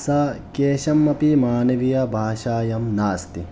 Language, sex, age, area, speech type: Sanskrit, male, 30-45, rural, spontaneous